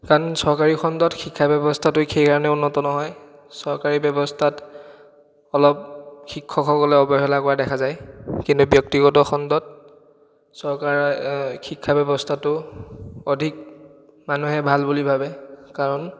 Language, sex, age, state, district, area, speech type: Assamese, male, 18-30, Assam, Biswanath, rural, spontaneous